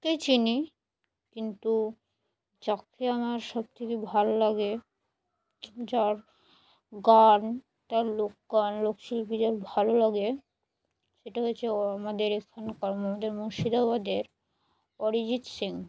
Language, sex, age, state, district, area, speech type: Bengali, female, 18-30, West Bengal, Murshidabad, urban, spontaneous